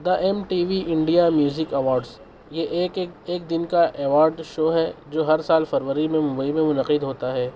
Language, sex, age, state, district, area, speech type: Urdu, male, 18-30, Maharashtra, Nashik, urban, spontaneous